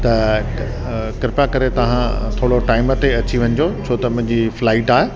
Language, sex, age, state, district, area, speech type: Sindhi, male, 60+, Delhi, South Delhi, urban, spontaneous